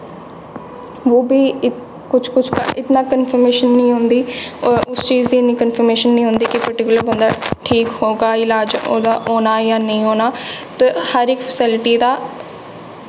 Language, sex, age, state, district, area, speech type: Dogri, female, 18-30, Jammu and Kashmir, Jammu, urban, spontaneous